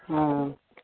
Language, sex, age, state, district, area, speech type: Maithili, female, 60+, Bihar, Madhepura, rural, conversation